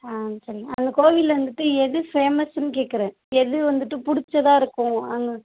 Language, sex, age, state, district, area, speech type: Tamil, female, 18-30, Tamil Nadu, Ariyalur, rural, conversation